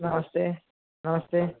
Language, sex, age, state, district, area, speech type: Sanskrit, male, 18-30, Kerala, Thrissur, rural, conversation